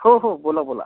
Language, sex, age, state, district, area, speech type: Marathi, male, 30-45, Maharashtra, Buldhana, rural, conversation